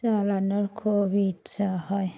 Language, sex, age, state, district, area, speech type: Bengali, female, 45-60, West Bengal, Dakshin Dinajpur, urban, spontaneous